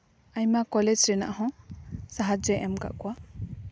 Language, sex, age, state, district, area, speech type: Santali, female, 18-30, West Bengal, Paschim Bardhaman, rural, spontaneous